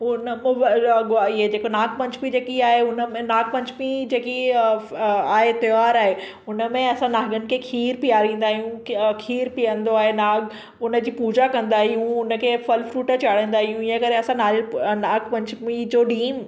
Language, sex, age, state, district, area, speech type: Sindhi, female, 30-45, Maharashtra, Mumbai Suburban, urban, spontaneous